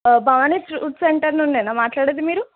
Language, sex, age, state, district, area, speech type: Telugu, female, 18-30, Telangana, Mahbubnagar, urban, conversation